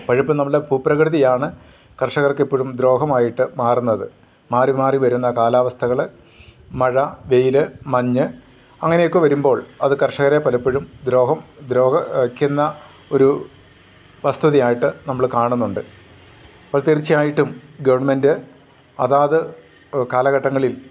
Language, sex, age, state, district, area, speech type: Malayalam, male, 45-60, Kerala, Idukki, rural, spontaneous